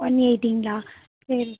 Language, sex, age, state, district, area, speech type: Tamil, female, 18-30, Tamil Nadu, Nilgiris, urban, conversation